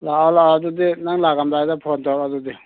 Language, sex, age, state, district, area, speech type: Manipuri, male, 45-60, Manipur, Churachandpur, rural, conversation